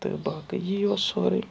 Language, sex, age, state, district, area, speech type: Kashmiri, male, 45-60, Jammu and Kashmir, Srinagar, urban, spontaneous